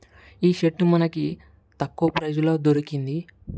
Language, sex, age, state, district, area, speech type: Telugu, male, 18-30, Telangana, Medak, rural, spontaneous